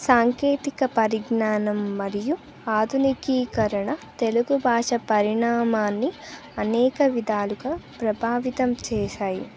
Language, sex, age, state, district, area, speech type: Telugu, female, 18-30, Andhra Pradesh, Sri Satya Sai, urban, spontaneous